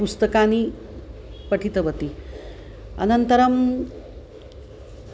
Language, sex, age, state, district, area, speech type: Sanskrit, female, 60+, Maharashtra, Nanded, urban, spontaneous